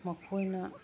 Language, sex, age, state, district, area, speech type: Manipuri, female, 45-60, Manipur, Imphal East, rural, spontaneous